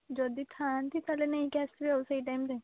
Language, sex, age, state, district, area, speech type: Odia, female, 18-30, Odisha, Balasore, rural, conversation